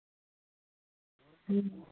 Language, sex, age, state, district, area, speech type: Santali, female, 45-60, West Bengal, Paschim Bardhaman, rural, conversation